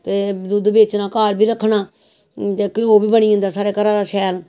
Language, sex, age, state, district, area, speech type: Dogri, female, 45-60, Jammu and Kashmir, Samba, rural, spontaneous